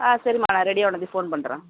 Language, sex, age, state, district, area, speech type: Tamil, female, 45-60, Tamil Nadu, Kallakurichi, urban, conversation